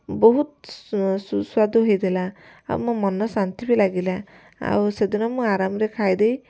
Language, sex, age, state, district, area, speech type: Odia, female, 18-30, Odisha, Kendujhar, urban, spontaneous